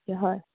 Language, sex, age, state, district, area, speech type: Assamese, female, 30-45, Assam, Biswanath, rural, conversation